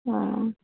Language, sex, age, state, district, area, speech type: Kashmiri, male, 18-30, Jammu and Kashmir, Kulgam, rural, conversation